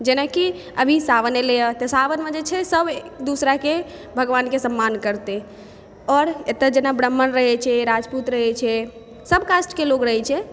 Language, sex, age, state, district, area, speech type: Maithili, female, 30-45, Bihar, Supaul, urban, spontaneous